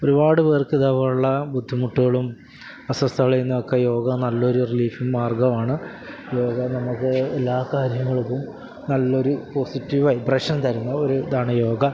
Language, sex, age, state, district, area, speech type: Malayalam, male, 30-45, Kerala, Alappuzha, urban, spontaneous